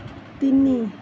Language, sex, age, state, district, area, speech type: Assamese, female, 60+, Assam, Nalbari, rural, read